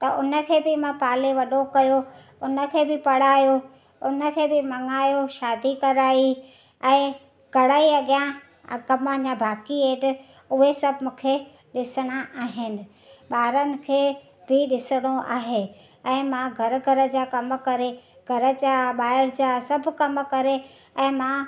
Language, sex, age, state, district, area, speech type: Sindhi, female, 45-60, Gujarat, Ahmedabad, rural, spontaneous